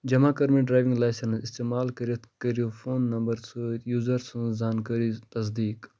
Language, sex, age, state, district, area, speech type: Kashmiri, male, 18-30, Jammu and Kashmir, Bandipora, rural, read